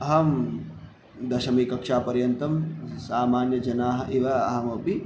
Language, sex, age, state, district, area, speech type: Sanskrit, male, 30-45, Telangana, Hyderabad, urban, spontaneous